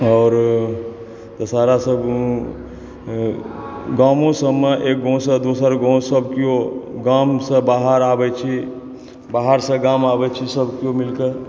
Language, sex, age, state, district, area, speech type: Maithili, male, 30-45, Bihar, Supaul, rural, spontaneous